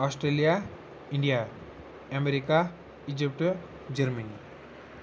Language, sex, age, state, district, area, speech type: Kashmiri, male, 18-30, Jammu and Kashmir, Ganderbal, rural, spontaneous